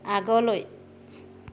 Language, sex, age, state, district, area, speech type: Assamese, female, 45-60, Assam, Dhemaji, urban, read